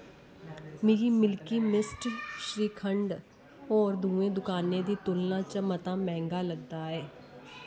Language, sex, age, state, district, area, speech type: Dogri, female, 30-45, Jammu and Kashmir, Kathua, rural, read